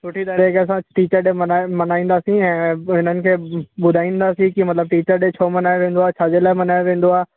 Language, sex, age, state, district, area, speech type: Sindhi, male, 18-30, Rajasthan, Ajmer, urban, conversation